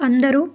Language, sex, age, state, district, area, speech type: Telugu, female, 18-30, Telangana, Bhadradri Kothagudem, rural, spontaneous